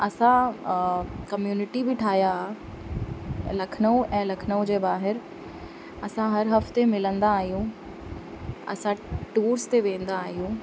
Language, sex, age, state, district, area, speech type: Sindhi, female, 30-45, Uttar Pradesh, Lucknow, urban, spontaneous